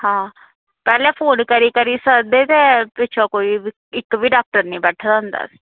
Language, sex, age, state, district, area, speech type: Dogri, female, 18-30, Jammu and Kashmir, Kathua, rural, conversation